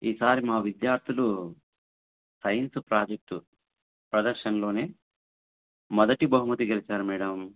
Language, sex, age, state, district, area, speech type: Telugu, male, 45-60, Andhra Pradesh, Sri Satya Sai, urban, conversation